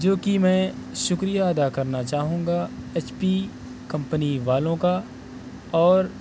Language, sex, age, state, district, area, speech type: Urdu, male, 18-30, Delhi, South Delhi, urban, spontaneous